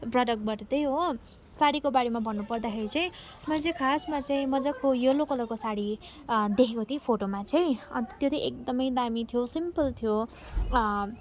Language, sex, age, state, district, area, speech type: Nepali, female, 18-30, West Bengal, Darjeeling, rural, spontaneous